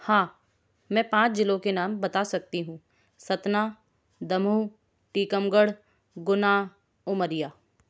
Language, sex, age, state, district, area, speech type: Hindi, female, 30-45, Madhya Pradesh, Gwalior, urban, spontaneous